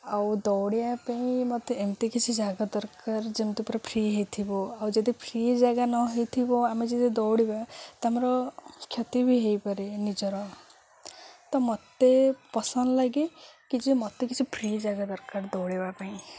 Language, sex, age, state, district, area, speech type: Odia, female, 18-30, Odisha, Sundergarh, urban, spontaneous